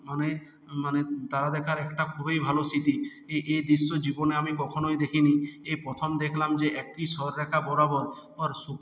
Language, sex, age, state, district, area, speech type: Bengali, male, 60+, West Bengal, Purulia, rural, spontaneous